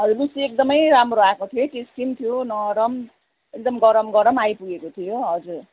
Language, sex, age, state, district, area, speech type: Nepali, female, 45-60, West Bengal, Jalpaiguri, urban, conversation